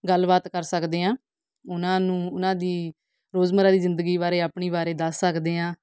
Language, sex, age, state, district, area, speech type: Punjabi, female, 45-60, Punjab, Fatehgarh Sahib, rural, spontaneous